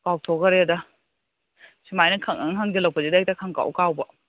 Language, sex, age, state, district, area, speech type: Manipuri, female, 45-60, Manipur, Imphal East, rural, conversation